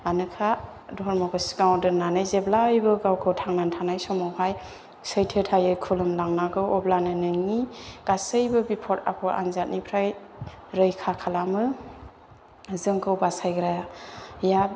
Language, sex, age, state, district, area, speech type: Bodo, female, 30-45, Assam, Chirang, urban, spontaneous